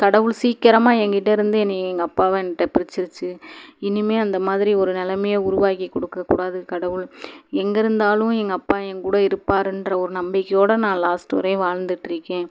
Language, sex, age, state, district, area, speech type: Tamil, female, 30-45, Tamil Nadu, Madurai, rural, spontaneous